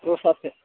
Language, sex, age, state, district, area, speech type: Bodo, male, 60+, Assam, Chirang, rural, conversation